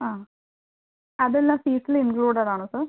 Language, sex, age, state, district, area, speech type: Malayalam, female, 18-30, Kerala, Palakkad, rural, conversation